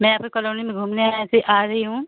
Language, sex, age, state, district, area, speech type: Hindi, female, 45-60, Uttar Pradesh, Ghazipur, rural, conversation